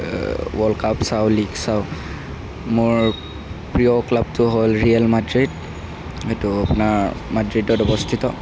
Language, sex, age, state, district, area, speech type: Assamese, male, 18-30, Assam, Kamrup Metropolitan, urban, spontaneous